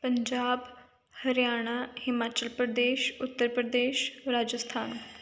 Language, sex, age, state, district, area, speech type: Punjabi, female, 18-30, Punjab, Kapurthala, urban, spontaneous